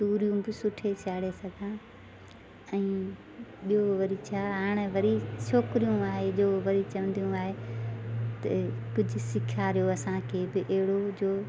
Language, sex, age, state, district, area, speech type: Sindhi, female, 30-45, Delhi, South Delhi, urban, spontaneous